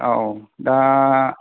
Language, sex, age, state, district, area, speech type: Bodo, male, 45-60, Assam, Chirang, rural, conversation